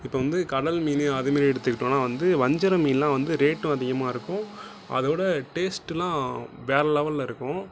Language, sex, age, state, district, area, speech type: Tamil, male, 18-30, Tamil Nadu, Nagapattinam, urban, spontaneous